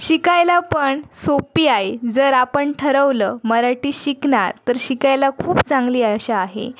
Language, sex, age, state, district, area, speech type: Marathi, female, 18-30, Maharashtra, Sindhudurg, rural, spontaneous